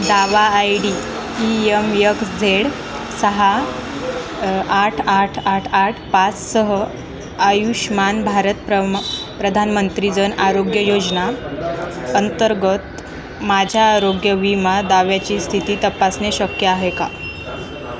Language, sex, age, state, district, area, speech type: Marathi, female, 18-30, Maharashtra, Jalna, urban, read